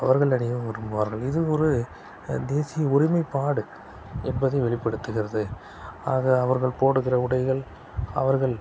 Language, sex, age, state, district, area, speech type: Tamil, male, 30-45, Tamil Nadu, Salem, urban, spontaneous